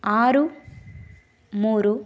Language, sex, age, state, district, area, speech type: Kannada, female, 30-45, Karnataka, Shimoga, rural, spontaneous